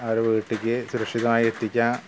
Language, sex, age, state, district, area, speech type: Malayalam, male, 45-60, Kerala, Malappuram, rural, spontaneous